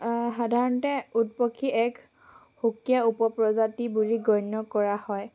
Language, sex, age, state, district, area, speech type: Assamese, female, 18-30, Assam, Sivasagar, urban, spontaneous